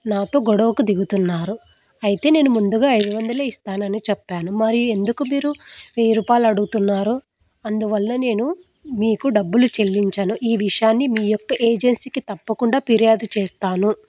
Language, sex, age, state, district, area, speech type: Telugu, female, 18-30, Andhra Pradesh, Anantapur, rural, spontaneous